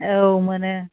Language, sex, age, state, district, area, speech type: Bodo, female, 45-60, Assam, Kokrajhar, urban, conversation